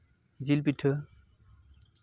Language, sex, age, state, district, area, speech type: Santali, male, 18-30, West Bengal, Purba Bardhaman, rural, spontaneous